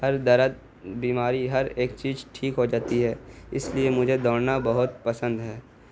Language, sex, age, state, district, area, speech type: Urdu, male, 18-30, Bihar, Gaya, urban, spontaneous